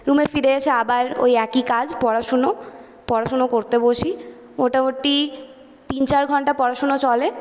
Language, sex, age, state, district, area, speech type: Bengali, female, 18-30, West Bengal, Purulia, urban, spontaneous